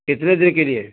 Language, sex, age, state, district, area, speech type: Urdu, male, 45-60, Bihar, Araria, rural, conversation